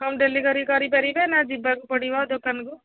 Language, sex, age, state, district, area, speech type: Odia, female, 60+, Odisha, Gajapati, rural, conversation